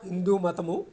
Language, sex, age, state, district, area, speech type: Telugu, male, 60+, Andhra Pradesh, Guntur, urban, spontaneous